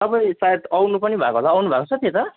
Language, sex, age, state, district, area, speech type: Nepali, male, 30-45, West Bengal, Jalpaiguri, rural, conversation